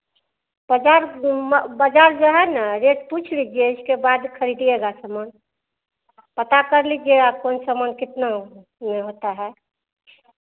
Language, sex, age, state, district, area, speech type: Hindi, female, 45-60, Bihar, Madhepura, rural, conversation